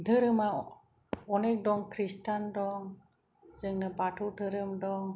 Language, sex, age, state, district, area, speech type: Bodo, female, 45-60, Assam, Kokrajhar, rural, spontaneous